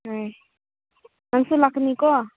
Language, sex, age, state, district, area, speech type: Manipuri, female, 18-30, Manipur, Senapati, rural, conversation